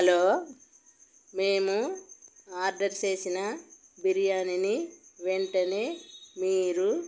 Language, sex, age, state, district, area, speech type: Telugu, female, 45-60, Telangana, Peddapalli, rural, spontaneous